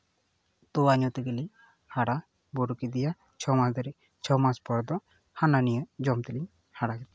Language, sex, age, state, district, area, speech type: Santali, male, 18-30, West Bengal, Purba Bardhaman, rural, spontaneous